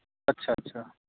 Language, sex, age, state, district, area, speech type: Maithili, male, 18-30, Bihar, Madhubani, rural, conversation